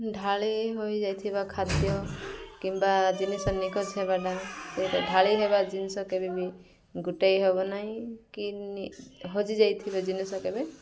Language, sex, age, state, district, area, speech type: Odia, female, 18-30, Odisha, Koraput, urban, spontaneous